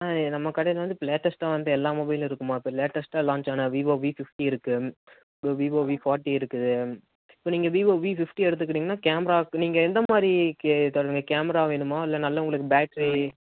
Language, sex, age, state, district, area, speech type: Tamil, male, 18-30, Tamil Nadu, Tenkasi, urban, conversation